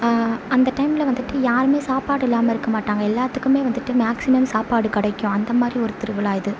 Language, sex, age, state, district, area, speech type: Tamil, female, 18-30, Tamil Nadu, Sivaganga, rural, spontaneous